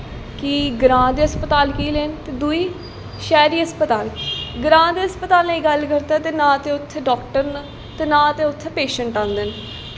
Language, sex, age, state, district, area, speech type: Dogri, female, 18-30, Jammu and Kashmir, Jammu, rural, spontaneous